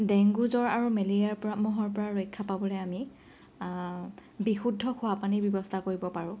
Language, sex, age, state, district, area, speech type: Assamese, female, 30-45, Assam, Morigaon, rural, spontaneous